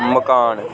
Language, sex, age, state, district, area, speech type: Dogri, male, 18-30, Jammu and Kashmir, Samba, rural, read